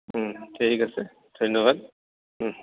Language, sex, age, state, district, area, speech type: Assamese, male, 45-60, Assam, Goalpara, urban, conversation